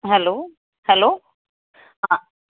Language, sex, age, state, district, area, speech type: Punjabi, female, 30-45, Punjab, Muktsar, urban, conversation